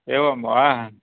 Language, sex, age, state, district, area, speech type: Sanskrit, male, 45-60, Karnataka, Vijayanagara, rural, conversation